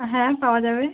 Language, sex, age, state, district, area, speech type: Bengali, female, 18-30, West Bengal, Birbhum, urban, conversation